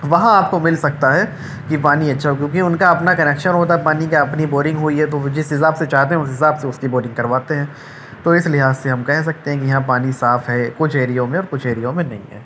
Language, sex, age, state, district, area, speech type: Urdu, male, 18-30, Uttar Pradesh, Shahjahanpur, urban, spontaneous